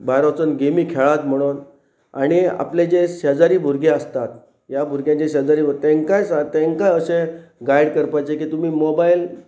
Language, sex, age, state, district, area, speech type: Goan Konkani, male, 45-60, Goa, Pernem, rural, spontaneous